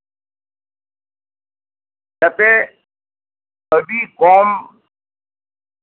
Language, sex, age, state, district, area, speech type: Santali, male, 60+, West Bengal, Birbhum, rural, conversation